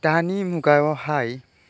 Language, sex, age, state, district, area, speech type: Bodo, male, 18-30, Assam, Kokrajhar, rural, spontaneous